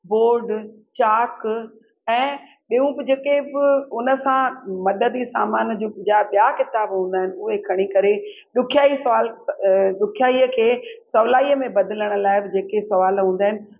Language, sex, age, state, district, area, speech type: Sindhi, female, 60+, Rajasthan, Ajmer, urban, spontaneous